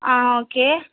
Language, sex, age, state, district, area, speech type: Tamil, female, 18-30, Tamil Nadu, Mayiladuthurai, urban, conversation